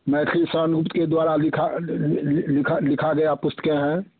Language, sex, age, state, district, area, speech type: Hindi, male, 60+, Bihar, Darbhanga, rural, conversation